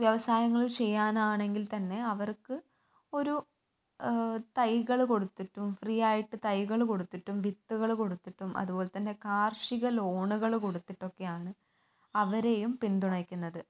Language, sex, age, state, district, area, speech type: Malayalam, female, 18-30, Kerala, Kannur, urban, spontaneous